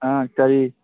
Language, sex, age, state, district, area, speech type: Manipuri, male, 18-30, Manipur, Kangpokpi, urban, conversation